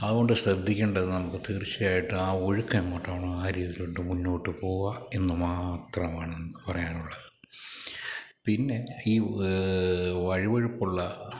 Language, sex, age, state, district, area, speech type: Malayalam, male, 45-60, Kerala, Kottayam, rural, spontaneous